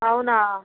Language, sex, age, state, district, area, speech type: Telugu, female, 18-30, Andhra Pradesh, Guntur, rural, conversation